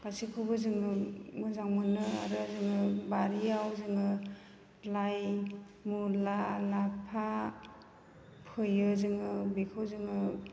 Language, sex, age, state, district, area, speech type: Bodo, female, 45-60, Assam, Chirang, rural, spontaneous